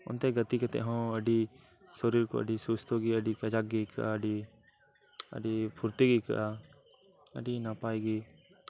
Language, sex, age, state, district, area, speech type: Santali, male, 18-30, West Bengal, Birbhum, rural, spontaneous